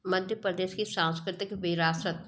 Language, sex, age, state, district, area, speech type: Hindi, female, 30-45, Madhya Pradesh, Bhopal, urban, spontaneous